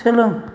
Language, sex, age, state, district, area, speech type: Bodo, female, 60+, Assam, Chirang, rural, read